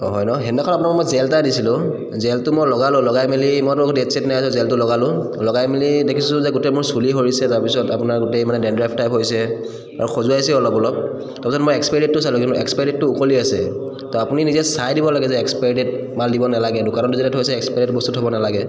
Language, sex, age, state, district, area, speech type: Assamese, male, 30-45, Assam, Charaideo, urban, spontaneous